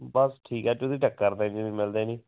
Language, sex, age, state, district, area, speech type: Punjabi, male, 18-30, Punjab, Shaheed Bhagat Singh Nagar, urban, conversation